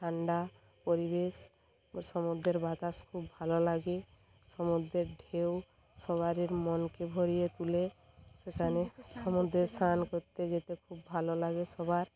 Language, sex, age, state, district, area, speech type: Bengali, female, 45-60, West Bengal, Bankura, rural, spontaneous